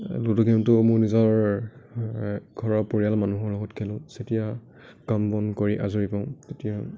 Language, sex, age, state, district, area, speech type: Assamese, male, 18-30, Assam, Nagaon, rural, spontaneous